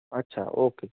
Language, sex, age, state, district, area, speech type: Marathi, male, 45-60, Maharashtra, Osmanabad, rural, conversation